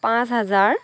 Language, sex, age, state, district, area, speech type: Assamese, female, 30-45, Assam, Lakhimpur, rural, spontaneous